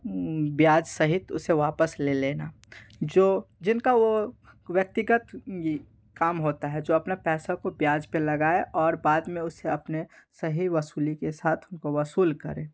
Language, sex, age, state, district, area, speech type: Hindi, male, 18-30, Bihar, Darbhanga, rural, spontaneous